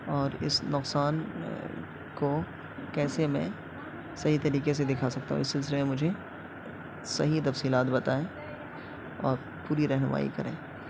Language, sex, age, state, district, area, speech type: Urdu, male, 18-30, Bihar, Purnia, rural, spontaneous